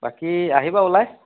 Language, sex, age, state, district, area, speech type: Assamese, male, 30-45, Assam, Lakhimpur, urban, conversation